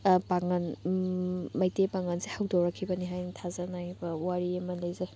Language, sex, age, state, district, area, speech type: Manipuri, female, 18-30, Manipur, Thoubal, rural, spontaneous